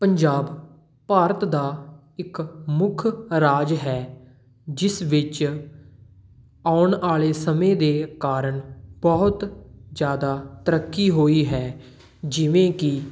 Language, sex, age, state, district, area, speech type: Punjabi, male, 18-30, Punjab, Patiala, urban, spontaneous